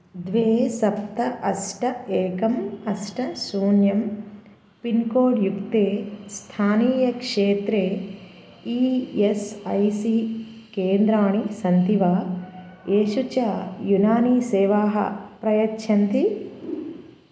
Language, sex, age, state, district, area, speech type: Sanskrit, female, 30-45, Andhra Pradesh, Bapatla, urban, read